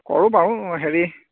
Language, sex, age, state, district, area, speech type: Assamese, male, 30-45, Assam, Majuli, urban, conversation